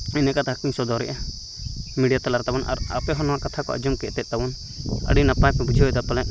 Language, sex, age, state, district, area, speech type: Santali, male, 18-30, Jharkhand, Seraikela Kharsawan, rural, spontaneous